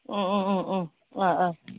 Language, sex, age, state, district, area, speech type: Bodo, female, 60+, Assam, Udalguri, urban, conversation